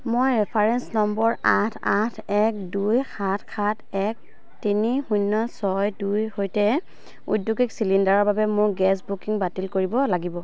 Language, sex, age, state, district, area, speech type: Assamese, female, 18-30, Assam, Dhemaji, urban, read